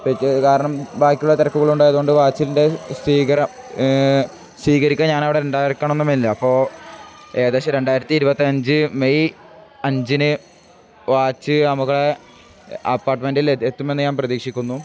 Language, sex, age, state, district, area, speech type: Malayalam, male, 18-30, Kerala, Kozhikode, rural, spontaneous